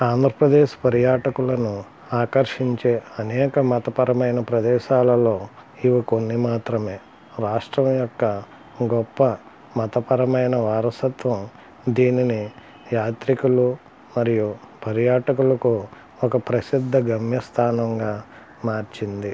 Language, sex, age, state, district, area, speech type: Telugu, male, 60+, Andhra Pradesh, West Godavari, rural, spontaneous